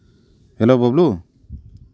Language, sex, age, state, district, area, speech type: Santali, male, 30-45, West Bengal, Paschim Bardhaman, rural, spontaneous